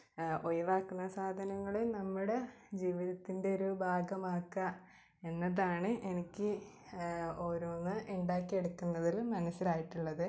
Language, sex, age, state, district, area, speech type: Malayalam, female, 18-30, Kerala, Malappuram, rural, spontaneous